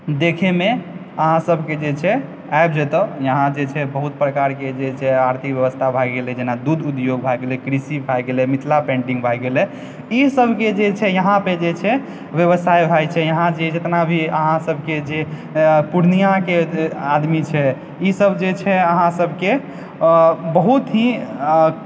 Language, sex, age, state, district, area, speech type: Maithili, male, 18-30, Bihar, Purnia, urban, spontaneous